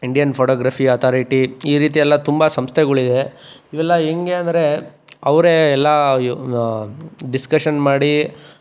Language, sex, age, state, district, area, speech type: Kannada, male, 45-60, Karnataka, Chikkaballapur, urban, spontaneous